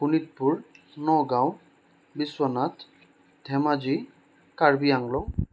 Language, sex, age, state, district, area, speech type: Assamese, male, 18-30, Assam, Sonitpur, urban, spontaneous